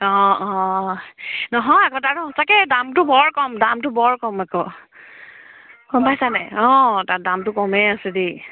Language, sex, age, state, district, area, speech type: Assamese, female, 30-45, Assam, Charaideo, rural, conversation